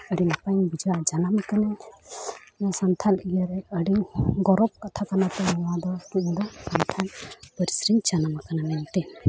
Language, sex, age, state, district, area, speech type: Santali, female, 18-30, Jharkhand, Seraikela Kharsawan, rural, spontaneous